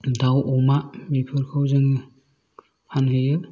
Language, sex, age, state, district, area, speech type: Bodo, male, 18-30, Assam, Kokrajhar, urban, spontaneous